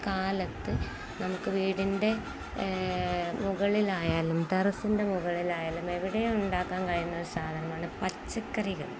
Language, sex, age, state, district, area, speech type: Malayalam, female, 30-45, Kerala, Kozhikode, rural, spontaneous